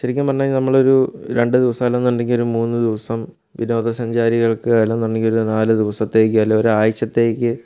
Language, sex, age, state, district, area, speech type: Malayalam, male, 30-45, Kerala, Kottayam, urban, spontaneous